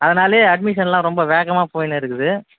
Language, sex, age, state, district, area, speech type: Tamil, male, 45-60, Tamil Nadu, Viluppuram, rural, conversation